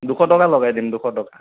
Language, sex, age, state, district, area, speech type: Assamese, male, 30-45, Assam, Sonitpur, rural, conversation